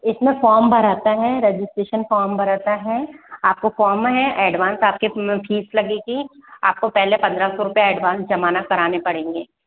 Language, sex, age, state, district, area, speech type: Hindi, female, 18-30, Rajasthan, Jaipur, urban, conversation